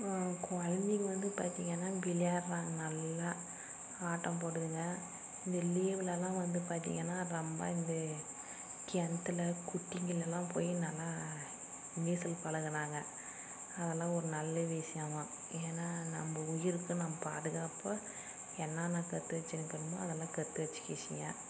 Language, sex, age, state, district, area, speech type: Tamil, female, 60+, Tamil Nadu, Dharmapuri, rural, spontaneous